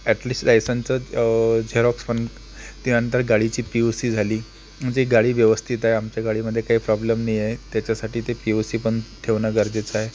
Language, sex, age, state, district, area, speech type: Marathi, male, 18-30, Maharashtra, Akola, rural, spontaneous